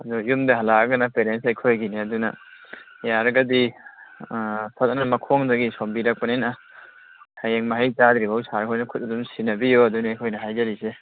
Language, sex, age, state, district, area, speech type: Manipuri, male, 30-45, Manipur, Kakching, rural, conversation